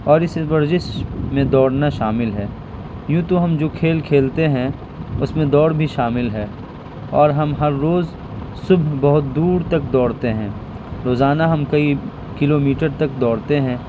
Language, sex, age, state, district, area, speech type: Urdu, male, 18-30, Bihar, Purnia, rural, spontaneous